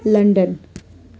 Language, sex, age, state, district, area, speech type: Nepali, female, 30-45, West Bengal, Darjeeling, rural, spontaneous